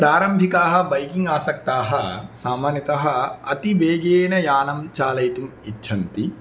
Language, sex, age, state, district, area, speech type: Sanskrit, male, 30-45, Tamil Nadu, Tirunelveli, rural, spontaneous